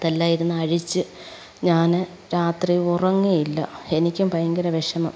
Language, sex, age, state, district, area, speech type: Malayalam, female, 45-60, Kerala, Alappuzha, rural, spontaneous